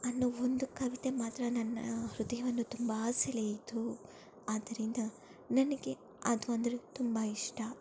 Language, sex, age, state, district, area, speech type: Kannada, female, 18-30, Karnataka, Kolar, rural, spontaneous